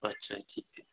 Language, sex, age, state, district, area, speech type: Punjabi, male, 30-45, Punjab, Barnala, rural, conversation